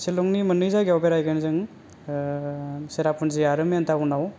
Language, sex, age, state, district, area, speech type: Bodo, male, 18-30, Assam, Kokrajhar, rural, spontaneous